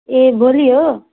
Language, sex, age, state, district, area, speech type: Nepali, female, 18-30, West Bengal, Darjeeling, rural, conversation